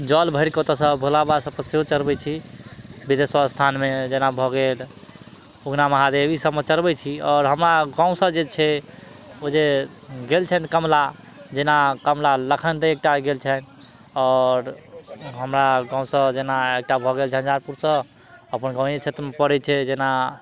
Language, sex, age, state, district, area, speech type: Maithili, male, 30-45, Bihar, Madhubani, rural, spontaneous